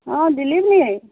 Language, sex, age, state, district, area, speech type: Assamese, female, 45-60, Assam, Lakhimpur, rural, conversation